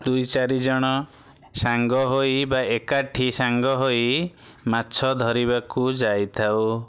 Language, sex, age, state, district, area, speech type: Odia, male, 30-45, Odisha, Bhadrak, rural, spontaneous